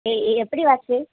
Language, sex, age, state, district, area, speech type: Tamil, female, 18-30, Tamil Nadu, Madurai, urban, conversation